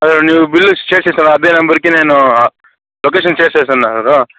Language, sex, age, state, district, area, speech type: Telugu, female, 60+, Andhra Pradesh, Chittoor, rural, conversation